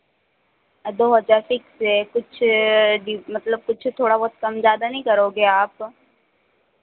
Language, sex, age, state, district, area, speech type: Hindi, female, 18-30, Madhya Pradesh, Harda, rural, conversation